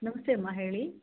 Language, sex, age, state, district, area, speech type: Kannada, female, 60+, Karnataka, Bangalore Rural, rural, conversation